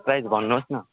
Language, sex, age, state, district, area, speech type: Nepali, male, 18-30, West Bengal, Alipurduar, rural, conversation